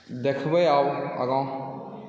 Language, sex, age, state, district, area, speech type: Maithili, male, 18-30, Bihar, Saharsa, rural, spontaneous